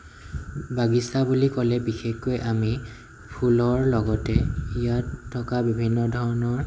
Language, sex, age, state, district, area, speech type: Assamese, male, 18-30, Assam, Morigaon, rural, spontaneous